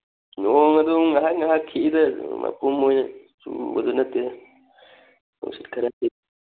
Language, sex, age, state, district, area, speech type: Manipuri, male, 30-45, Manipur, Thoubal, rural, conversation